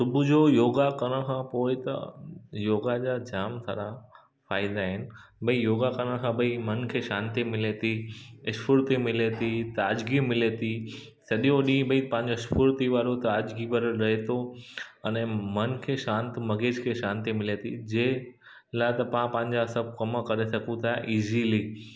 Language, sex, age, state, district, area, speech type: Sindhi, male, 30-45, Gujarat, Kutch, rural, spontaneous